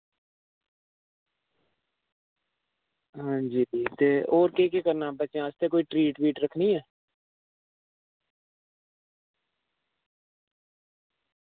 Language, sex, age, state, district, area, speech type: Dogri, female, 30-45, Jammu and Kashmir, Reasi, urban, conversation